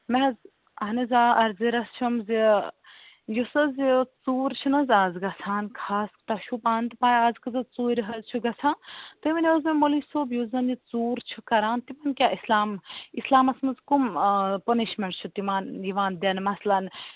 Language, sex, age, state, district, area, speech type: Kashmiri, female, 18-30, Jammu and Kashmir, Bandipora, rural, conversation